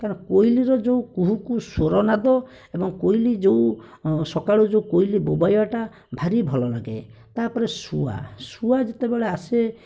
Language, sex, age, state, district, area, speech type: Odia, male, 30-45, Odisha, Bhadrak, rural, spontaneous